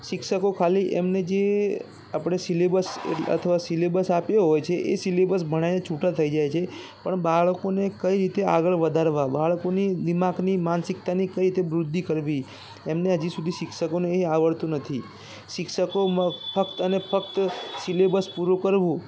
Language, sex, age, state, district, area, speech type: Gujarati, male, 18-30, Gujarat, Aravalli, urban, spontaneous